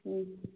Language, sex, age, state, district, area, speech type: Hindi, female, 45-60, Uttar Pradesh, Ayodhya, rural, conversation